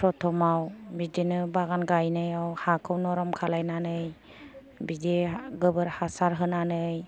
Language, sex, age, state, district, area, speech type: Bodo, female, 45-60, Assam, Kokrajhar, rural, spontaneous